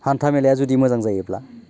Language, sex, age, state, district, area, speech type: Bodo, male, 45-60, Assam, Baksa, rural, spontaneous